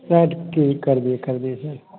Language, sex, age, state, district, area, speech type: Hindi, male, 30-45, Bihar, Madhepura, rural, conversation